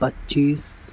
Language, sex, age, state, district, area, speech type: Urdu, male, 60+, Maharashtra, Nashik, urban, spontaneous